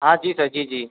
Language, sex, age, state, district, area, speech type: Hindi, male, 45-60, Uttar Pradesh, Sonbhadra, rural, conversation